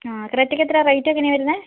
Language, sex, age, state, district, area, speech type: Malayalam, other, 30-45, Kerala, Kozhikode, urban, conversation